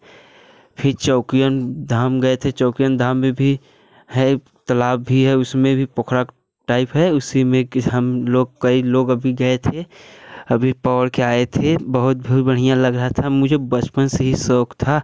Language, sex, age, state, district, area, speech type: Hindi, male, 18-30, Uttar Pradesh, Jaunpur, rural, spontaneous